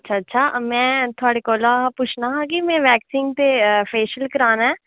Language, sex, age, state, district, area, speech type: Dogri, female, 30-45, Jammu and Kashmir, Udhampur, urban, conversation